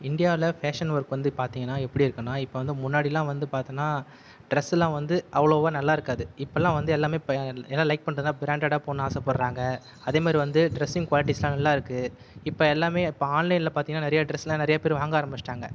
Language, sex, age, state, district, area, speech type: Tamil, male, 30-45, Tamil Nadu, Viluppuram, urban, spontaneous